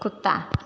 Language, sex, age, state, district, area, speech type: Maithili, female, 30-45, Bihar, Begusarai, rural, read